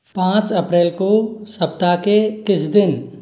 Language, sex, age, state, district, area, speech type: Hindi, male, 45-60, Rajasthan, Karauli, rural, read